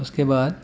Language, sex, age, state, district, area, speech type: Urdu, male, 18-30, Delhi, Central Delhi, urban, spontaneous